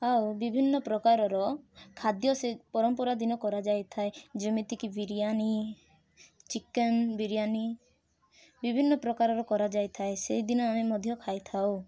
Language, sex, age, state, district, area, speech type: Odia, female, 18-30, Odisha, Rayagada, rural, spontaneous